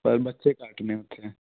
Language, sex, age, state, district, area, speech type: Punjabi, male, 18-30, Punjab, Fazilka, rural, conversation